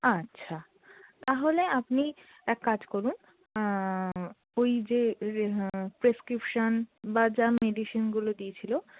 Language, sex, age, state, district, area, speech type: Bengali, female, 18-30, West Bengal, Darjeeling, rural, conversation